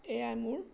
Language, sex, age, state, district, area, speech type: Assamese, female, 60+, Assam, Majuli, urban, spontaneous